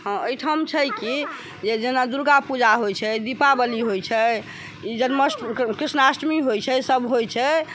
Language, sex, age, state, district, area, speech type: Maithili, female, 60+, Bihar, Sitamarhi, urban, spontaneous